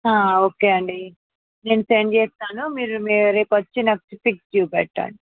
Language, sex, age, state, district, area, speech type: Telugu, female, 18-30, Andhra Pradesh, Visakhapatnam, urban, conversation